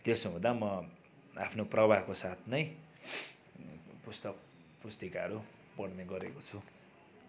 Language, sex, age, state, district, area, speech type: Nepali, male, 30-45, West Bengal, Darjeeling, rural, spontaneous